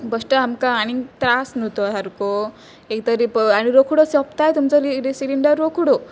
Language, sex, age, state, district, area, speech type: Goan Konkani, female, 18-30, Goa, Pernem, rural, spontaneous